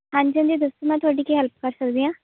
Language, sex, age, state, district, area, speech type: Punjabi, female, 18-30, Punjab, Shaheed Bhagat Singh Nagar, urban, conversation